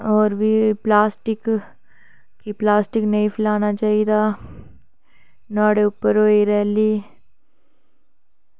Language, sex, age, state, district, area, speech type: Dogri, female, 18-30, Jammu and Kashmir, Reasi, rural, spontaneous